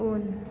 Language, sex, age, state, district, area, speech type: Bodo, female, 18-30, Assam, Chirang, urban, read